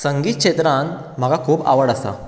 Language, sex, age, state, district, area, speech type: Goan Konkani, male, 18-30, Goa, Bardez, urban, spontaneous